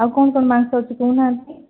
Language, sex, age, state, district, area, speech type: Odia, female, 60+, Odisha, Kandhamal, rural, conversation